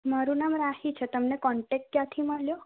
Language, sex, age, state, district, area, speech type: Gujarati, female, 18-30, Gujarat, Kheda, rural, conversation